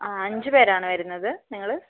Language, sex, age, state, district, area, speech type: Malayalam, female, 18-30, Kerala, Wayanad, rural, conversation